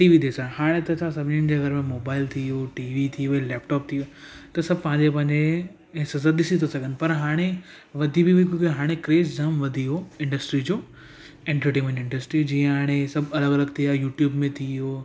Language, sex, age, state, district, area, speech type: Sindhi, male, 18-30, Gujarat, Surat, urban, spontaneous